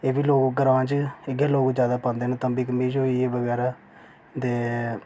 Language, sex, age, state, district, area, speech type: Dogri, male, 18-30, Jammu and Kashmir, Reasi, rural, spontaneous